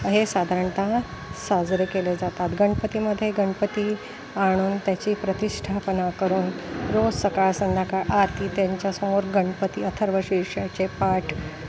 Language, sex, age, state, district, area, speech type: Marathi, female, 45-60, Maharashtra, Nanded, urban, spontaneous